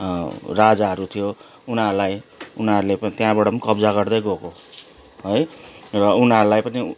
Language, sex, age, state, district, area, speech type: Nepali, male, 45-60, West Bengal, Kalimpong, rural, spontaneous